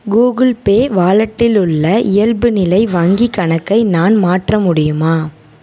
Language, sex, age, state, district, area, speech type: Tamil, female, 18-30, Tamil Nadu, Tiruvarur, urban, read